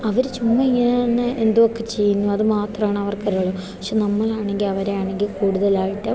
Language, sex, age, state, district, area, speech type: Malayalam, female, 18-30, Kerala, Idukki, rural, spontaneous